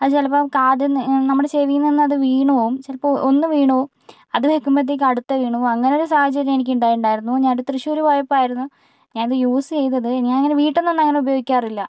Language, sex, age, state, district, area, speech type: Malayalam, female, 18-30, Kerala, Wayanad, rural, spontaneous